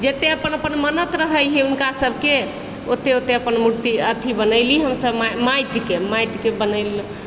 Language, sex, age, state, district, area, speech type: Maithili, female, 60+, Bihar, Supaul, urban, spontaneous